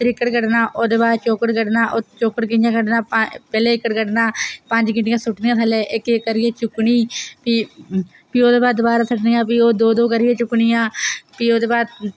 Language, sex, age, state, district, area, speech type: Dogri, female, 18-30, Jammu and Kashmir, Reasi, rural, spontaneous